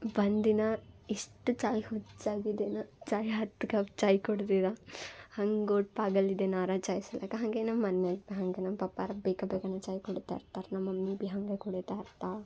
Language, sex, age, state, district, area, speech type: Kannada, female, 18-30, Karnataka, Bidar, urban, spontaneous